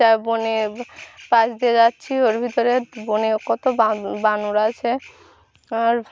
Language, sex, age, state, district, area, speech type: Bengali, female, 18-30, West Bengal, Birbhum, urban, spontaneous